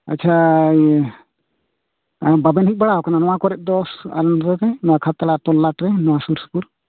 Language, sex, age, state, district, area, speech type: Santali, male, 45-60, West Bengal, Bankura, rural, conversation